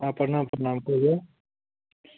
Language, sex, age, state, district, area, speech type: Maithili, male, 30-45, Bihar, Darbhanga, urban, conversation